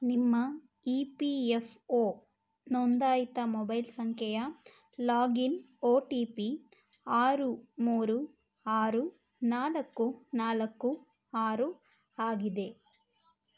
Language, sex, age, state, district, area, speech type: Kannada, female, 18-30, Karnataka, Mandya, rural, read